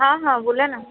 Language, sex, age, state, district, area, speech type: Marathi, female, 30-45, Maharashtra, Akola, urban, conversation